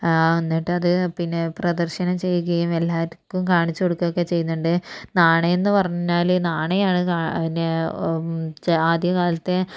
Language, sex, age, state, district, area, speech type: Malayalam, female, 45-60, Kerala, Kozhikode, urban, spontaneous